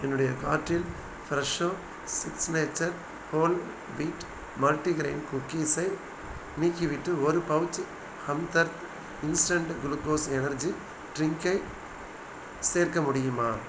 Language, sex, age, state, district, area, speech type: Tamil, male, 45-60, Tamil Nadu, Thanjavur, rural, read